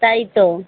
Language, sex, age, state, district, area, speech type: Bengali, female, 30-45, West Bengal, Alipurduar, rural, conversation